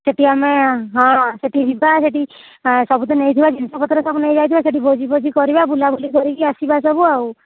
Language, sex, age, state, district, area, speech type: Odia, female, 60+, Odisha, Jharsuguda, rural, conversation